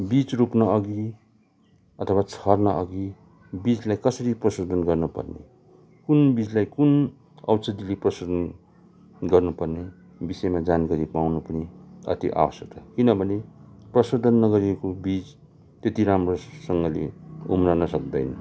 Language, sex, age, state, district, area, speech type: Nepali, male, 45-60, West Bengal, Darjeeling, rural, spontaneous